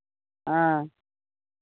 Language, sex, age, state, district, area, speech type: Maithili, female, 60+, Bihar, Madhepura, rural, conversation